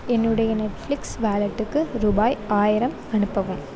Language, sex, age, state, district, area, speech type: Tamil, female, 18-30, Tamil Nadu, Sivaganga, rural, read